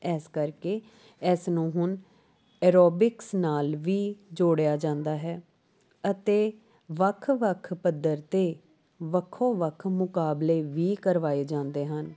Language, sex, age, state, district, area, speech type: Punjabi, female, 30-45, Punjab, Jalandhar, urban, spontaneous